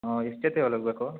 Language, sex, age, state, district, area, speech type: Kannada, male, 30-45, Karnataka, Hassan, urban, conversation